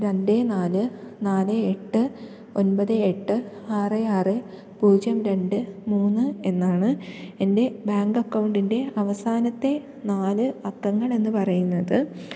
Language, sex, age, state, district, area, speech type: Malayalam, female, 18-30, Kerala, Thiruvananthapuram, rural, spontaneous